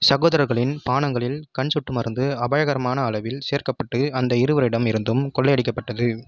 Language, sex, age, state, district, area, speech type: Tamil, male, 18-30, Tamil Nadu, Viluppuram, urban, read